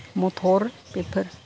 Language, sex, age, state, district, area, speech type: Bodo, female, 60+, Assam, Kokrajhar, rural, spontaneous